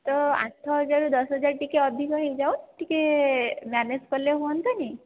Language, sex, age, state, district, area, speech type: Odia, female, 30-45, Odisha, Jajpur, rural, conversation